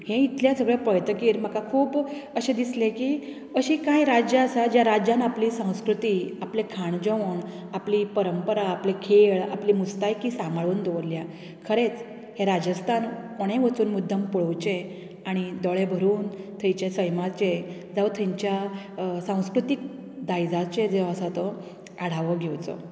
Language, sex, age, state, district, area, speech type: Goan Konkani, female, 30-45, Goa, Canacona, rural, spontaneous